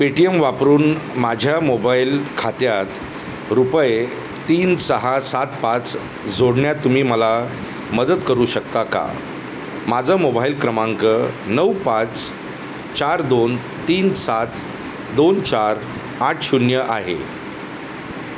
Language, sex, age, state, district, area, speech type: Marathi, male, 45-60, Maharashtra, Thane, rural, read